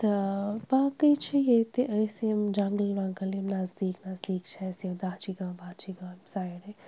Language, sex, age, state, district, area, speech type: Kashmiri, female, 18-30, Jammu and Kashmir, Srinagar, urban, spontaneous